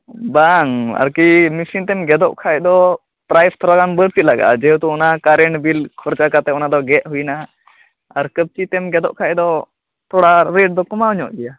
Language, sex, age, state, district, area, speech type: Santali, male, 18-30, West Bengal, Malda, rural, conversation